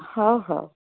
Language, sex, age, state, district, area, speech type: Odia, female, 60+, Odisha, Gajapati, rural, conversation